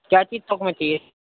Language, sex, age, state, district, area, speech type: Urdu, male, 30-45, Uttar Pradesh, Gautam Buddha Nagar, urban, conversation